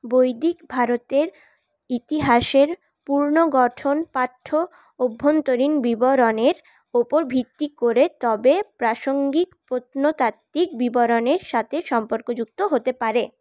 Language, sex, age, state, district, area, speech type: Bengali, female, 18-30, West Bengal, Paschim Bardhaman, urban, read